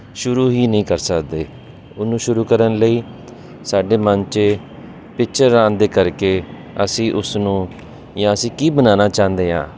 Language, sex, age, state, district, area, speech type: Punjabi, male, 30-45, Punjab, Jalandhar, urban, spontaneous